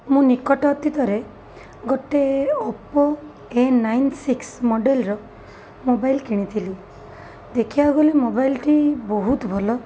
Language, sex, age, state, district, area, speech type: Odia, female, 30-45, Odisha, Cuttack, urban, spontaneous